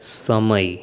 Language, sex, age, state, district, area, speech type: Gujarati, male, 18-30, Gujarat, Anand, urban, read